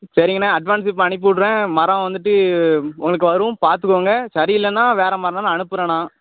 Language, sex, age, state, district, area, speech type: Tamil, male, 18-30, Tamil Nadu, Thoothukudi, rural, conversation